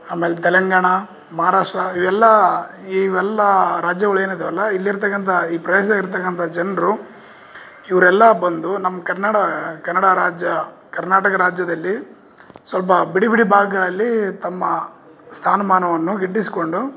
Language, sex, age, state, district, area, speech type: Kannada, male, 18-30, Karnataka, Bellary, rural, spontaneous